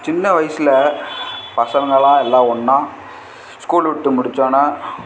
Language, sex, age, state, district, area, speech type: Tamil, male, 18-30, Tamil Nadu, Namakkal, rural, spontaneous